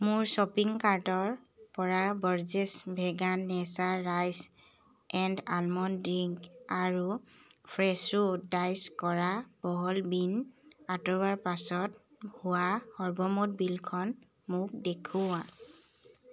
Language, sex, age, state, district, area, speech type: Assamese, female, 18-30, Assam, Dibrugarh, urban, read